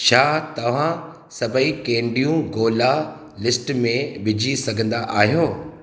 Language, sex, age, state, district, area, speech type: Sindhi, male, 30-45, Madhya Pradesh, Katni, urban, read